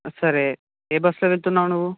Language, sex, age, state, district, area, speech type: Telugu, male, 18-30, Telangana, Sangareddy, urban, conversation